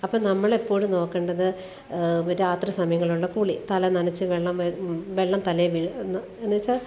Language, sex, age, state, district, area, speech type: Malayalam, female, 45-60, Kerala, Alappuzha, rural, spontaneous